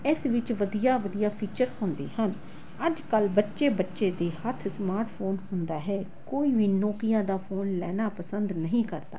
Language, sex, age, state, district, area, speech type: Punjabi, female, 18-30, Punjab, Tarn Taran, urban, spontaneous